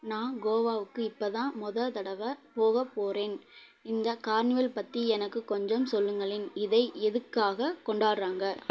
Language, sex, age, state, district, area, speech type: Tamil, female, 18-30, Tamil Nadu, Madurai, rural, read